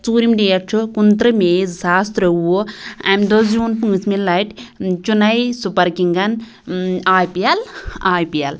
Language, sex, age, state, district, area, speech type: Kashmiri, female, 18-30, Jammu and Kashmir, Anantnag, rural, spontaneous